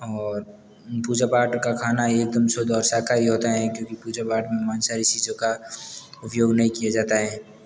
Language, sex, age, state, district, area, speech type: Hindi, male, 18-30, Rajasthan, Jodhpur, rural, spontaneous